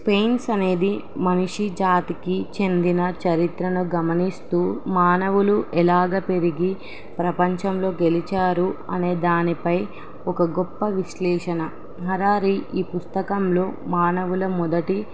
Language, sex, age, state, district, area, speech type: Telugu, female, 18-30, Telangana, Nizamabad, urban, spontaneous